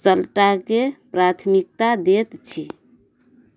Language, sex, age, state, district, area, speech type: Maithili, female, 30-45, Bihar, Madhubani, rural, read